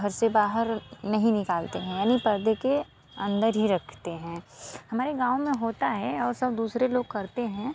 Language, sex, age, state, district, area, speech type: Hindi, female, 45-60, Uttar Pradesh, Mirzapur, urban, spontaneous